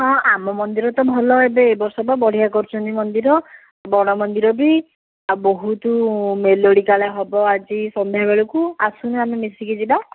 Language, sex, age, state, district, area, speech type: Odia, female, 60+, Odisha, Jajpur, rural, conversation